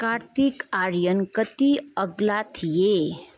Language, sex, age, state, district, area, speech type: Nepali, female, 18-30, West Bengal, Kalimpong, rural, read